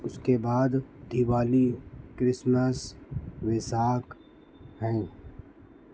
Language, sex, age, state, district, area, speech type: Urdu, male, 60+, Maharashtra, Nashik, urban, spontaneous